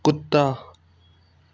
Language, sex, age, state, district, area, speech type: Hindi, male, 18-30, Madhya Pradesh, Bhopal, urban, read